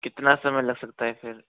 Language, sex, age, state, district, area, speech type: Hindi, male, 18-30, Rajasthan, Jaipur, urban, conversation